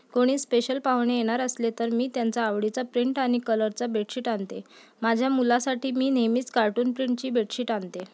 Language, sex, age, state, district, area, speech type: Marathi, female, 30-45, Maharashtra, Amravati, urban, spontaneous